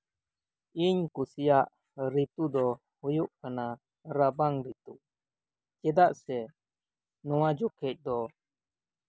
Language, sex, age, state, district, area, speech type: Santali, male, 18-30, West Bengal, Birbhum, rural, spontaneous